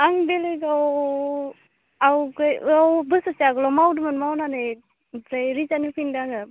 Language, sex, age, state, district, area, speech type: Bodo, female, 18-30, Assam, Udalguri, rural, conversation